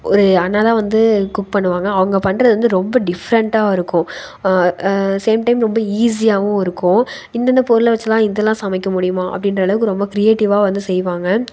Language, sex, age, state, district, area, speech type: Tamil, female, 18-30, Tamil Nadu, Tiruppur, rural, spontaneous